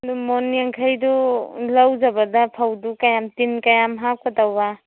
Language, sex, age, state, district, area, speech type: Manipuri, female, 45-60, Manipur, Churachandpur, rural, conversation